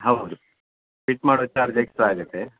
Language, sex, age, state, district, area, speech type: Kannada, male, 30-45, Karnataka, Dakshina Kannada, rural, conversation